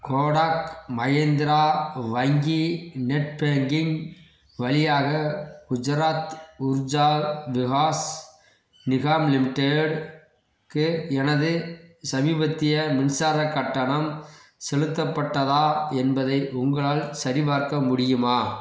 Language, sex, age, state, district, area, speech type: Tamil, male, 45-60, Tamil Nadu, Theni, rural, read